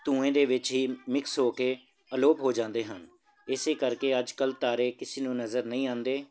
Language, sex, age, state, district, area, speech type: Punjabi, male, 30-45, Punjab, Jalandhar, urban, spontaneous